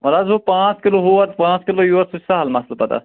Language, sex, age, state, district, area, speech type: Kashmiri, male, 45-60, Jammu and Kashmir, Ganderbal, rural, conversation